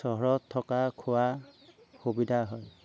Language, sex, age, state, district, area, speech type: Assamese, male, 60+, Assam, Golaghat, urban, spontaneous